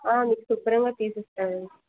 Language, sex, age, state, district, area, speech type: Telugu, female, 60+, Andhra Pradesh, Krishna, urban, conversation